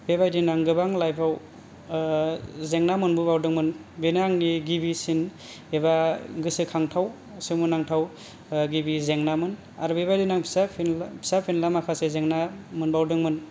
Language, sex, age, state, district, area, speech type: Bodo, male, 18-30, Assam, Kokrajhar, rural, spontaneous